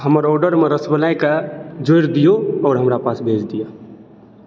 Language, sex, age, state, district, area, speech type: Maithili, male, 18-30, Bihar, Supaul, urban, spontaneous